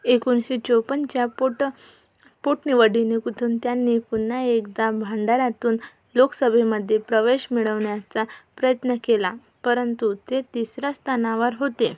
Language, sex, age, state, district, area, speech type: Marathi, female, 18-30, Maharashtra, Amravati, urban, read